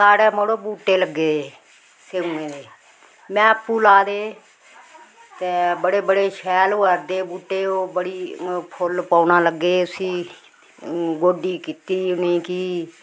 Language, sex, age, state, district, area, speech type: Dogri, female, 45-60, Jammu and Kashmir, Udhampur, rural, spontaneous